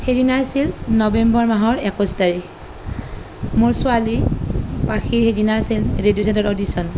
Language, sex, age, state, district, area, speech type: Assamese, female, 30-45, Assam, Nalbari, rural, spontaneous